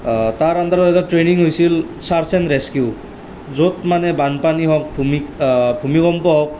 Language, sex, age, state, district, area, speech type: Assamese, male, 18-30, Assam, Nalbari, rural, spontaneous